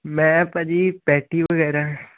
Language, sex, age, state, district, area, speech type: Punjabi, male, 18-30, Punjab, Hoshiarpur, rural, conversation